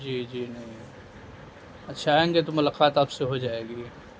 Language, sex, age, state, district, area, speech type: Urdu, male, 18-30, Bihar, Madhubani, rural, spontaneous